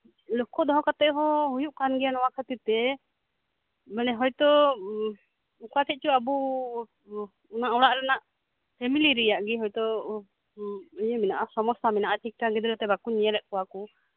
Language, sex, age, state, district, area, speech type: Santali, female, 30-45, West Bengal, Birbhum, rural, conversation